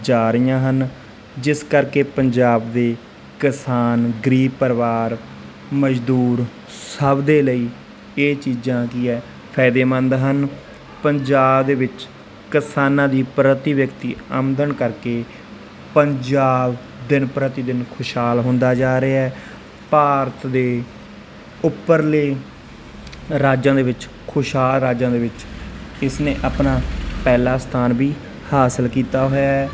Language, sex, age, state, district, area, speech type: Punjabi, male, 18-30, Punjab, Mansa, urban, spontaneous